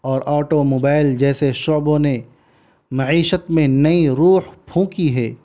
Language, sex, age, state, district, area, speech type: Urdu, male, 30-45, Bihar, Gaya, urban, spontaneous